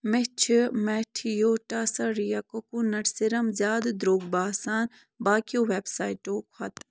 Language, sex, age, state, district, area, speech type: Kashmiri, female, 18-30, Jammu and Kashmir, Ganderbal, rural, read